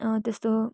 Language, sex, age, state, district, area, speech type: Nepali, female, 18-30, West Bengal, Kalimpong, rural, spontaneous